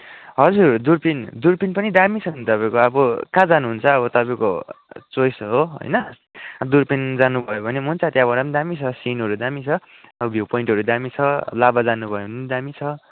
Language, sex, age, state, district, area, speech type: Nepali, male, 18-30, West Bengal, Kalimpong, rural, conversation